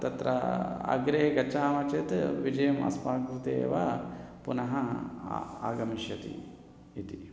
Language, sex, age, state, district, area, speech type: Sanskrit, male, 30-45, Telangana, Hyderabad, urban, spontaneous